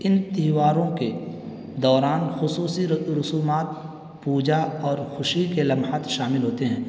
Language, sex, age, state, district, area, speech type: Urdu, male, 18-30, Uttar Pradesh, Balrampur, rural, spontaneous